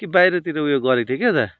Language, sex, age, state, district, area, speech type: Nepali, male, 30-45, West Bengal, Darjeeling, rural, spontaneous